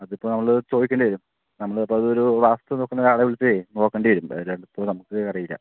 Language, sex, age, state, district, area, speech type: Malayalam, male, 30-45, Kerala, Palakkad, rural, conversation